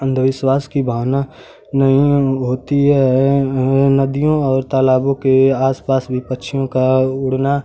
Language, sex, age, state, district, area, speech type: Hindi, male, 30-45, Uttar Pradesh, Mau, rural, spontaneous